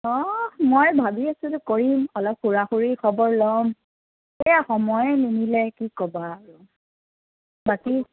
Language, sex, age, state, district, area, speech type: Assamese, female, 30-45, Assam, Sonitpur, rural, conversation